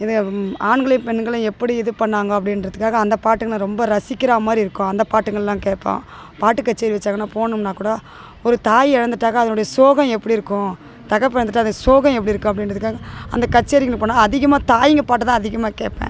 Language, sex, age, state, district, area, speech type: Tamil, female, 45-60, Tamil Nadu, Tiruvannamalai, rural, spontaneous